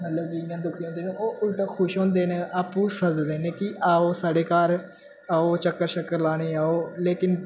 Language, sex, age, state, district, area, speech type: Dogri, male, 18-30, Jammu and Kashmir, Udhampur, rural, spontaneous